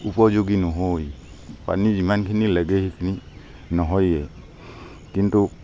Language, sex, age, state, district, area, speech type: Assamese, male, 45-60, Assam, Barpeta, rural, spontaneous